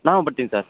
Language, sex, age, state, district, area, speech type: Kannada, male, 18-30, Karnataka, Kolar, rural, conversation